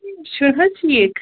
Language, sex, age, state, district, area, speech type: Kashmiri, female, 18-30, Jammu and Kashmir, Pulwama, rural, conversation